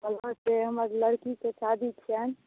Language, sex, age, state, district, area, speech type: Maithili, female, 18-30, Bihar, Madhubani, rural, conversation